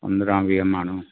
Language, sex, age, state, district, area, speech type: Sindhi, male, 60+, Delhi, South Delhi, urban, conversation